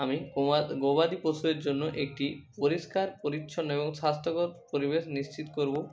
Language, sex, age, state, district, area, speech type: Bengali, male, 60+, West Bengal, Nadia, rural, spontaneous